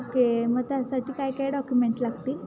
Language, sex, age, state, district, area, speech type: Marathi, female, 18-30, Maharashtra, Satara, rural, spontaneous